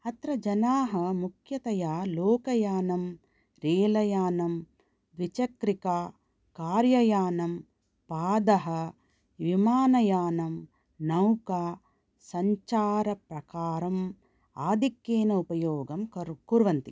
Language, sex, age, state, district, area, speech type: Sanskrit, female, 45-60, Karnataka, Bangalore Urban, urban, spontaneous